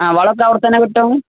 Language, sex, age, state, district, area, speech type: Malayalam, male, 18-30, Kerala, Malappuram, rural, conversation